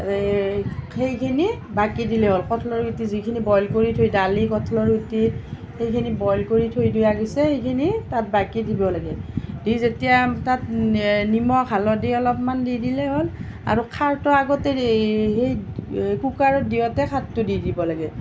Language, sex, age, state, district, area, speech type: Assamese, female, 45-60, Assam, Nalbari, rural, spontaneous